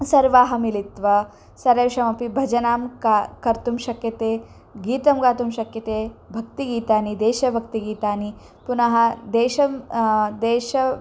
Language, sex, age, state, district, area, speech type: Sanskrit, female, 18-30, Karnataka, Dharwad, urban, spontaneous